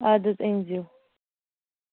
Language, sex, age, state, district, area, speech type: Kashmiri, female, 18-30, Jammu and Kashmir, Baramulla, rural, conversation